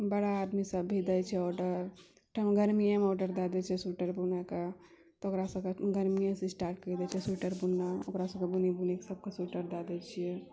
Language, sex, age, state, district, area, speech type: Maithili, female, 18-30, Bihar, Purnia, rural, spontaneous